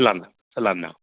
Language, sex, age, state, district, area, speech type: Punjabi, male, 45-60, Punjab, Barnala, rural, conversation